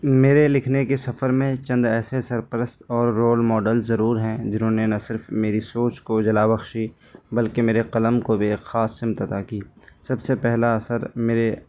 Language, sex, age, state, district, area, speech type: Urdu, male, 18-30, Delhi, New Delhi, rural, spontaneous